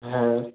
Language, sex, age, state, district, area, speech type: Bengali, male, 18-30, West Bengal, Birbhum, urban, conversation